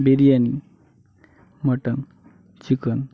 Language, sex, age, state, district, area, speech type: Marathi, male, 18-30, Maharashtra, Hingoli, urban, spontaneous